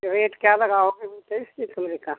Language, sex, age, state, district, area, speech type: Hindi, female, 60+, Uttar Pradesh, Jaunpur, urban, conversation